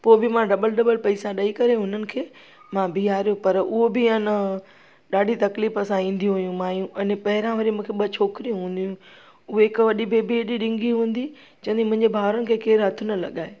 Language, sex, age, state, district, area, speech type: Sindhi, female, 45-60, Gujarat, Junagadh, rural, spontaneous